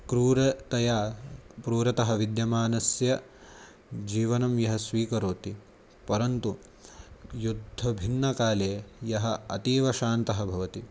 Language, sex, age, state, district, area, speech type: Sanskrit, male, 18-30, Maharashtra, Nashik, urban, spontaneous